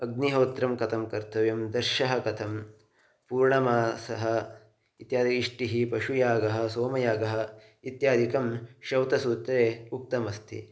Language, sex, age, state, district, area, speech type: Sanskrit, male, 30-45, Karnataka, Uttara Kannada, rural, spontaneous